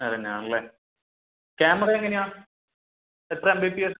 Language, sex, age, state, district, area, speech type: Malayalam, male, 18-30, Kerala, Kannur, rural, conversation